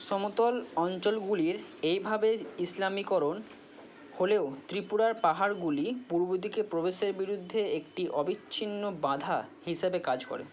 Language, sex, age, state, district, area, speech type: Bengali, male, 45-60, West Bengal, Purba Bardhaman, urban, read